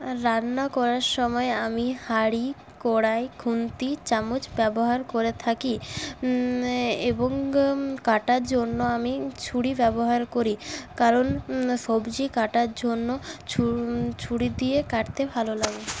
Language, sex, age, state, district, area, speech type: Bengali, female, 18-30, West Bengal, Paschim Bardhaman, urban, spontaneous